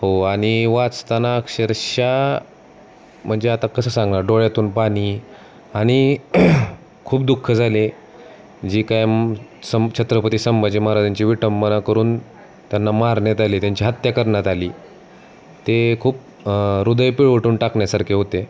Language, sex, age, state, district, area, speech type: Marathi, male, 30-45, Maharashtra, Osmanabad, rural, spontaneous